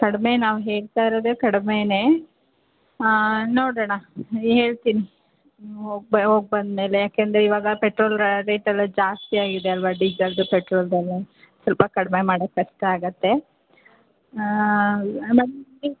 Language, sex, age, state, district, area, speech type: Kannada, female, 30-45, Karnataka, Chamarajanagar, rural, conversation